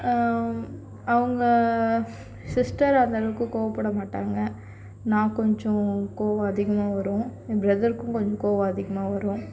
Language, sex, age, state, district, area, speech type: Tamil, female, 30-45, Tamil Nadu, Mayiladuthurai, urban, spontaneous